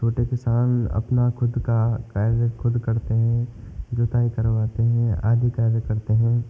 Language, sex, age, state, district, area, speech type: Hindi, male, 18-30, Rajasthan, Bharatpur, rural, spontaneous